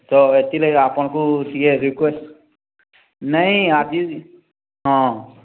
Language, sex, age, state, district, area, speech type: Odia, male, 45-60, Odisha, Nuapada, urban, conversation